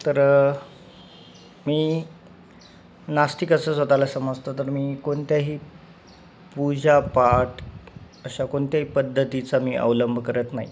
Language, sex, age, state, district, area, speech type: Marathi, male, 30-45, Maharashtra, Nanded, rural, spontaneous